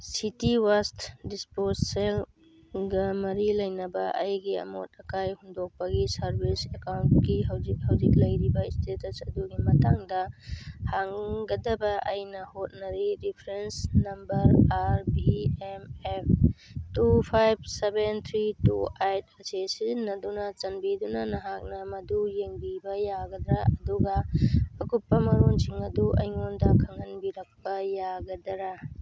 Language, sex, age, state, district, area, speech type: Manipuri, female, 45-60, Manipur, Churachandpur, urban, read